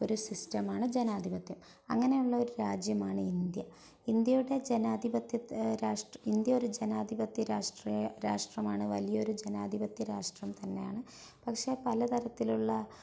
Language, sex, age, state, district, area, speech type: Malayalam, female, 30-45, Kerala, Malappuram, rural, spontaneous